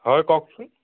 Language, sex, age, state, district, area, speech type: Assamese, male, 18-30, Assam, Nagaon, rural, conversation